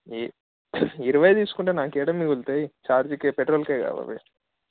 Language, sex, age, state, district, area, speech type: Telugu, male, 18-30, Telangana, Mancherial, rural, conversation